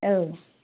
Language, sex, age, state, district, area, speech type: Bodo, female, 30-45, Assam, Kokrajhar, rural, conversation